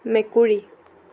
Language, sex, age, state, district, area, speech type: Assamese, female, 18-30, Assam, Jorhat, urban, read